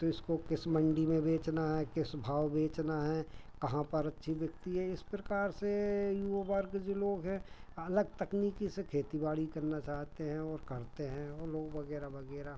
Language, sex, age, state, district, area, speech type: Hindi, male, 45-60, Madhya Pradesh, Hoshangabad, rural, spontaneous